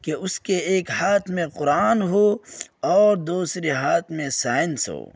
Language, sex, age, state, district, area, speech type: Urdu, male, 18-30, Bihar, Purnia, rural, spontaneous